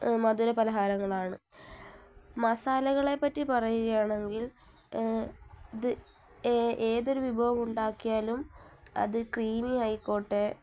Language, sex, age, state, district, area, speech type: Malayalam, female, 18-30, Kerala, Palakkad, rural, spontaneous